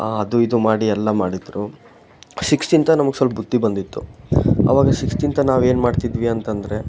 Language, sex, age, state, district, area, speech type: Kannada, male, 18-30, Karnataka, Koppal, rural, spontaneous